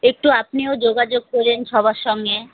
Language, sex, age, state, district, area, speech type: Bengali, female, 30-45, West Bengal, Alipurduar, rural, conversation